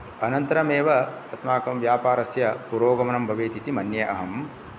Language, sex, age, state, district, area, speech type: Sanskrit, male, 45-60, Kerala, Kasaragod, urban, spontaneous